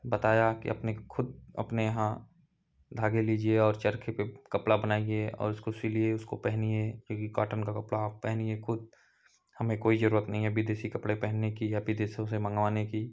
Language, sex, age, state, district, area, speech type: Hindi, male, 30-45, Uttar Pradesh, Chandauli, rural, spontaneous